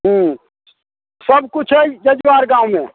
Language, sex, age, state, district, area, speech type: Maithili, male, 60+, Bihar, Muzaffarpur, rural, conversation